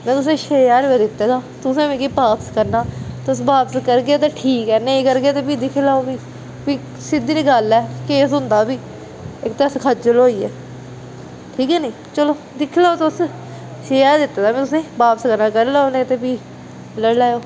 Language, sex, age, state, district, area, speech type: Dogri, female, 18-30, Jammu and Kashmir, Udhampur, urban, spontaneous